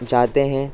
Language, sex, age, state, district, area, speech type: Urdu, male, 18-30, Delhi, East Delhi, rural, spontaneous